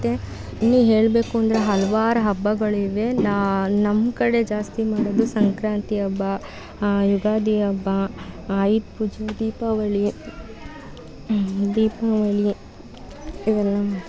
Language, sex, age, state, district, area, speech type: Kannada, female, 18-30, Karnataka, Mandya, rural, spontaneous